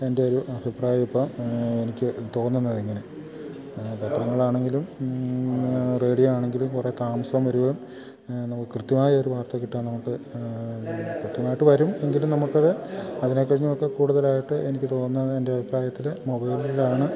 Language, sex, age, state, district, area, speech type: Malayalam, male, 45-60, Kerala, Idukki, rural, spontaneous